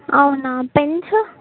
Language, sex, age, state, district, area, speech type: Telugu, female, 18-30, Telangana, Yadadri Bhuvanagiri, urban, conversation